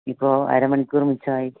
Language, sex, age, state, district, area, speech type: Malayalam, male, 18-30, Kerala, Idukki, rural, conversation